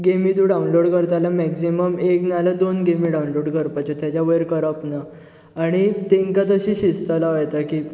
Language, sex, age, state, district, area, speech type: Goan Konkani, male, 18-30, Goa, Bardez, urban, spontaneous